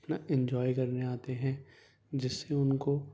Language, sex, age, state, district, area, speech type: Urdu, male, 18-30, Delhi, Central Delhi, urban, spontaneous